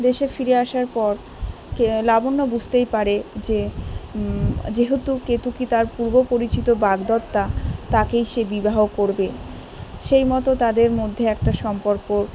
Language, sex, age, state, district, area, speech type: Bengali, female, 18-30, West Bengal, South 24 Parganas, urban, spontaneous